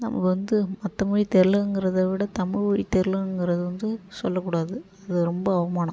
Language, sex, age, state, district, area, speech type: Tamil, female, 45-60, Tamil Nadu, Ariyalur, rural, spontaneous